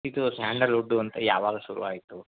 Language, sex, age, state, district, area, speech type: Kannada, male, 45-60, Karnataka, Mysore, rural, conversation